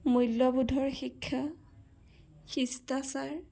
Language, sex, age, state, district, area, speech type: Assamese, male, 18-30, Assam, Sonitpur, rural, spontaneous